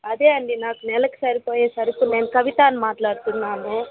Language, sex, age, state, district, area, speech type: Telugu, female, 18-30, Andhra Pradesh, Chittoor, urban, conversation